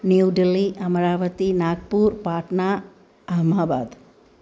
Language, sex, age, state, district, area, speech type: Telugu, female, 60+, Telangana, Medchal, urban, spontaneous